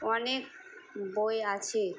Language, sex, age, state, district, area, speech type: Bengali, female, 30-45, West Bengal, Murshidabad, rural, spontaneous